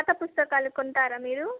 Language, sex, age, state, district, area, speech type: Telugu, female, 18-30, Andhra Pradesh, Palnadu, rural, conversation